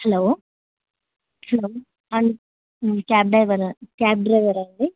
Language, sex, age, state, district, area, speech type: Telugu, female, 18-30, Andhra Pradesh, Nandyal, urban, conversation